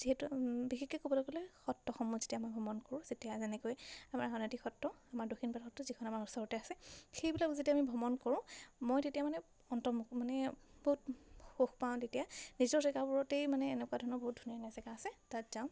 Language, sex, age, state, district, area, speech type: Assamese, female, 18-30, Assam, Majuli, urban, spontaneous